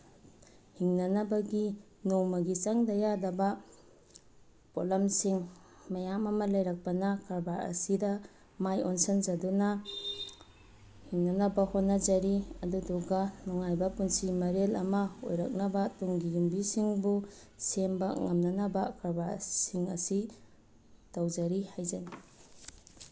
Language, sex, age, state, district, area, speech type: Manipuri, female, 30-45, Manipur, Bishnupur, rural, spontaneous